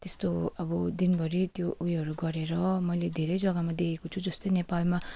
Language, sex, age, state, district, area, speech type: Nepali, female, 45-60, West Bengal, Darjeeling, rural, spontaneous